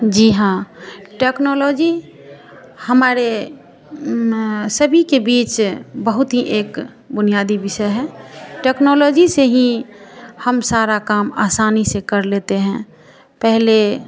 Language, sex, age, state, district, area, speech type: Hindi, female, 45-60, Bihar, Madhepura, rural, spontaneous